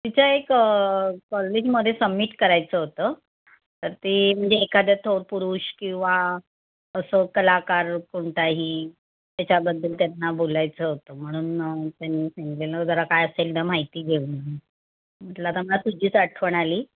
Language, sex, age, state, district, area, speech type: Marathi, female, 45-60, Maharashtra, Mumbai Suburban, urban, conversation